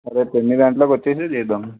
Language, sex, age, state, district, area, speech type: Telugu, male, 18-30, Telangana, Ranga Reddy, urban, conversation